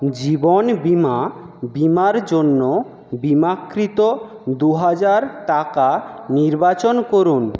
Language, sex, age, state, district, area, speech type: Bengali, male, 60+, West Bengal, Jhargram, rural, read